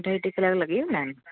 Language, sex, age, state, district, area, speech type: Sindhi, female, 45-60, Rajasthan, Ajmer, urban, conversation